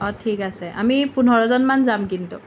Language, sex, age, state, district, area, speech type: Assamese, female, 18-30, Assam, Nalbari, rural, spontaneous